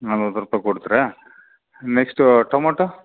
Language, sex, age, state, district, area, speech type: Kannada, male, 45-60, Karnataka, Bellary, rural, conversation